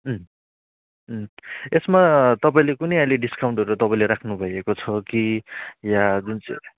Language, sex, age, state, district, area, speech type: Nepali, male, 45-60, West Bengal, Alipurduar, rural, conversation